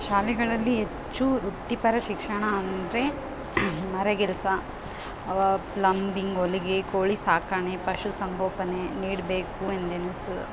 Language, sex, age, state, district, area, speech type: Kannada, female, 18-30, Karnataka, Bellary, rural, spontaneous